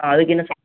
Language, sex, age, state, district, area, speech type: Tamil, male, 18-30, Tamil Nadu, Thanjavur, rural, conversation